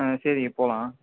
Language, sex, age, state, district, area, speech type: Tamil, male, 18-30, Tamil Nadu, Tiruppur, rural, conversation